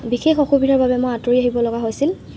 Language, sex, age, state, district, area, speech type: Assamese, female, 18-30, Assam, Sivasagar, urban, spontaneous